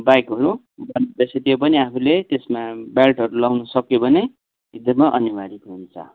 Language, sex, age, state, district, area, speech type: Nepali, male, 60+, West Bengal, Kalimpong, rural, conversation